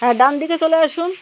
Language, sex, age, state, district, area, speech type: Bengali, male, 30-45, West Bengal, Birbhum, urban, spontaneous